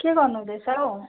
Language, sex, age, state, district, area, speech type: Nepali, female, 30-45, West Bengal, Kalimpong, rural, conversation